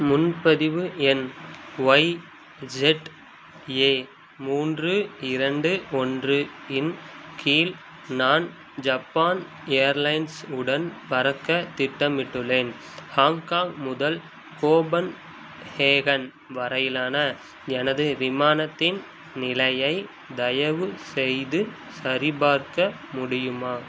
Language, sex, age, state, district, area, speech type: Tamil, male, 18-30, Tamil Nadu, Madurai, urban, read